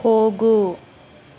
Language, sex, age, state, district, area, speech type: Kannada, female, 18-30, Karnataka, Chamarajanagar, rural, read